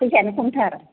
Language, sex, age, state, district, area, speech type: Bodo, female, 45-60, Assam, Chirang, rural, conversation